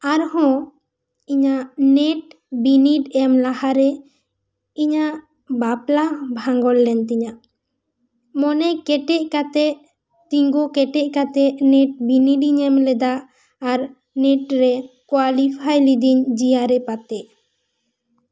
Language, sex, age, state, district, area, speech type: Santali, female, 18-30, West Bengal, Bankura, rural, spontaneous